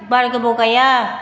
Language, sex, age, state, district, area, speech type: Bodo, female, 60+, Assam, Chirang, urban, spontaneous